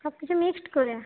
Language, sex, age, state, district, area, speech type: Bengali, female, 30-45, West Bengal, Jhargram, rural, conversation